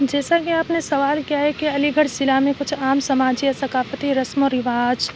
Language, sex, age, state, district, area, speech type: Urdu, female, 30-45, Uttar Pradesh, Aligarh, rural, spontaneous